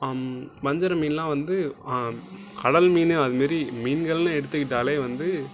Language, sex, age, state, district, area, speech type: Tamil, male, 18-30, Tamil Nadu, Nagapattinam, urban, spontaneous